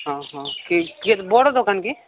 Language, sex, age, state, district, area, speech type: Odia, male, 18-30, Odisha, Nabarangpur, urban, conversation